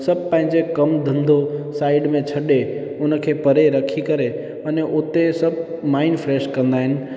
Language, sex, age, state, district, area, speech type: Sindhi, male, 18-30, Gujarat, Junagadh, rural, spontaneous